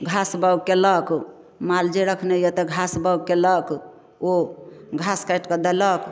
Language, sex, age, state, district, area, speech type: Maithili, female, 45-60, Bihar, Darbhanga, rural, spontaneous